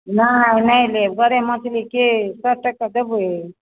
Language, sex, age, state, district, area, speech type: Maithili, female, 60+, Bihar, Supaul, rural, conversation